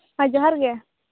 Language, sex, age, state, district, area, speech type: Santali, female, 30-45, Jharkhand, East Singhbhum, rural, conversation